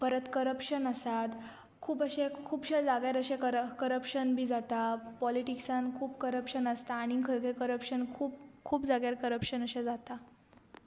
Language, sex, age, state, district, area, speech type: Goan Konkani, female, 18-30, Goa, Pernem, rural, spontaneous